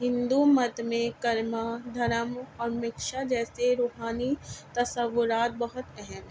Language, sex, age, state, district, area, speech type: Urdu, female, 45-60, Delhi, South Delhi, urban, spontaneous